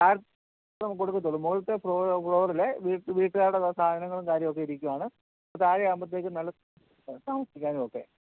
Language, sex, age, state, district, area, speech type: Malayalam, male, 45-60, Kerala, Kottayam, rural, conversation